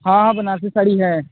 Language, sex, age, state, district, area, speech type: Hindi, male, 18-30, Uttar Pradesh, Mirzapur, rural, conversation